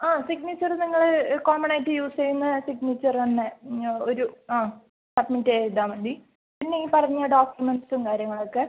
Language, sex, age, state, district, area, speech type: Malayalam, female, 18-30, Kerala, Kasaragod, rural, conversation